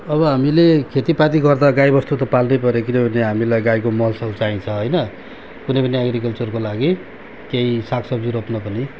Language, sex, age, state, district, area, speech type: Nepali, male, 45-60, West Bengal, Darjeeling, rural, spontaneous